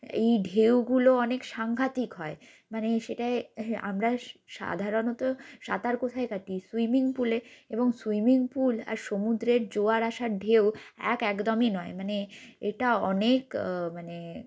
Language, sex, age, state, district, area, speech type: Bengali, female, 18-30, West Bengal, North 24 Parganas, rural, spontaneous